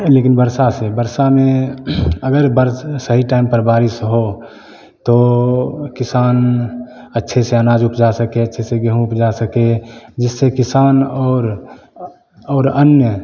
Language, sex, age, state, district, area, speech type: Hindi, male, 18-30, Bihar, Begusarai, rural, spontaneous